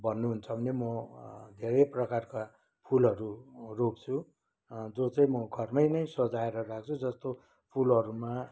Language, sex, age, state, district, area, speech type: Nepali, male, 60+, West Bengal, Kalimpong, rural, spontaneous